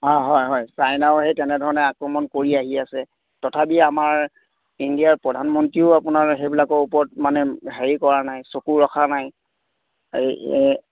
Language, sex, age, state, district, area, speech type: Assamese, male, 30-45, Assam, Sivasagar, rural, conversation